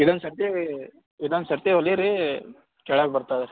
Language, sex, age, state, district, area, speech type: Kannada, male, 18-30, Karnataka, Gulbarga, urban, conversation